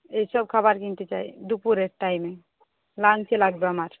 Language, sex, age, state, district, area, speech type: Bengali, female, 30-45, West Bengal, Uttar Dinajpur, urban, conversation